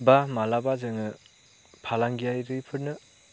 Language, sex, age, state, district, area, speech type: Bodo, male, 30-45, Assam, Chirang, rural, spontaneous